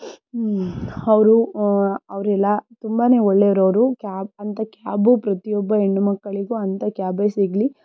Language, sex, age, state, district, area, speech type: Kannada, female, 18-30, Karnataka, Tumkur, rural, spontaneous